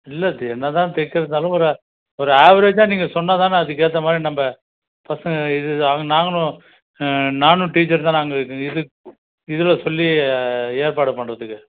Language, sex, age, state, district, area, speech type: Tamil, male, 45-60, Tamil Nadu, Krishnagiri, rural, conversation